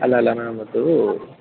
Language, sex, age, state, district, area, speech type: Kannada, male, 18-30, Karnataka, Mandya, rural, conversation